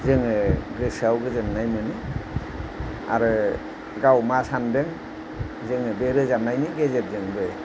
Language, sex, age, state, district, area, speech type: Bodo, male, 45-60, Assam, Kokrajhar, rural, spontaneous